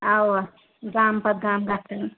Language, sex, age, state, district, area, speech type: Kashmiri, female, 18-30, Jammu and Kashmir, Kulgam, rural, conversation